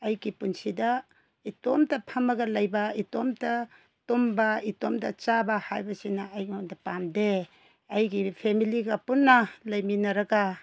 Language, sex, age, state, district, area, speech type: Manipuri, female, 60+, Manipur, Ukhrul, rural, spontaneous